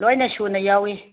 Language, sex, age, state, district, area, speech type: Manipuri, female, 60+, Manipur, Ukhrul, rural, conversation